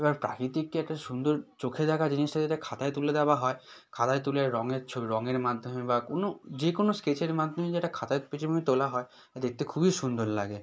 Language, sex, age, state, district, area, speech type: Bengali, male, 18-30, West Bengal, South 24 Parganas, rural, spontaneous